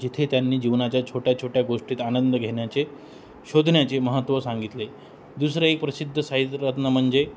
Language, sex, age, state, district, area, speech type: Marathi, male, 18-30, Maharashtra, Jalna, urban, spontaneous